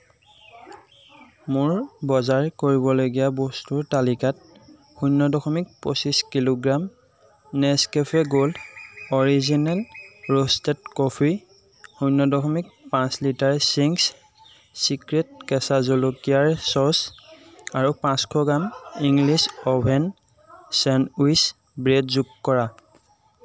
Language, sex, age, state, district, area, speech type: Assamese, male, 18-30, Assam, Jorhat, urban, read